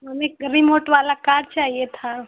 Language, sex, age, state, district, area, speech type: Hindi, female, 18-30, Uttar Pradesh, Mau, rural, conversation